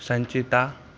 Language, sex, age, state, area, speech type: Sanskrit, male, 18-30, Madhya Pradesh, rural, spontaneous